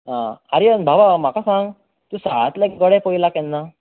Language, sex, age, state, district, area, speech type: Goan Konkani, male, 18-30, Goa, Bardez, urban, conversation